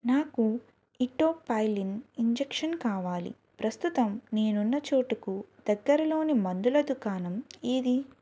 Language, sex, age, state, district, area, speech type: Telugu, female, 18-30, Andhra Pradesh, Eluru, rural, read